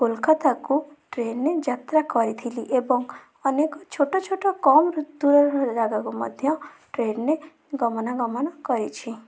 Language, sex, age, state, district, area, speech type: Odia, female, 18-30, Odisha, Bhadrak, rural, spontaneous